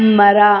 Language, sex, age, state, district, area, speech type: Kannada, female, 18-30, Karnataka, Mysore, urban, read